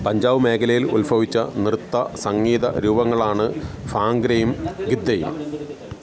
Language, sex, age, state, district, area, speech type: Malayalam, male, 45-60, Kerala, Alappuzha, rural, read